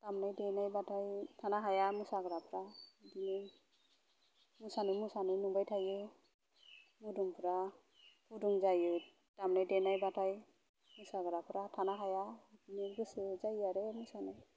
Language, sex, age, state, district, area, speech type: Bodo, female, 45-60, Assam, Kokrajhar, rural, spontaneous